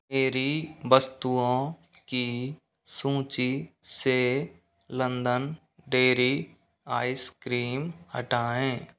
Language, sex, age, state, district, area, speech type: Hindi, male, 45-60, Rajasthan, Karauli, rural, read